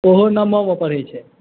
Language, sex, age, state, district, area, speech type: Maithili, male, 30-45, Bihar, Saharsa, rural, conversation